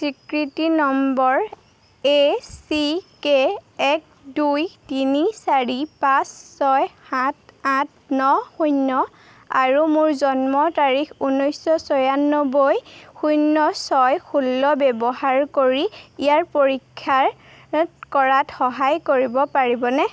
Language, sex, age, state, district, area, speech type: Assamese, female, 18-30, Assam, Golaghat, urban, read